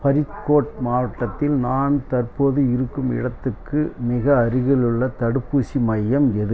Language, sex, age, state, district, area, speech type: Tamil, male, 60+, Tamil Nadu, Dharmapuri, rural, read